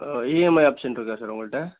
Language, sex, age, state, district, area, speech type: Tamil, male, 18-30, Tamil Nadu, Nagapattinam, rural, conversation